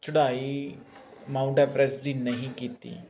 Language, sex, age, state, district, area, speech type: Punjabi, male, 18-30, Punjab, Faridkot, urban, spontaneous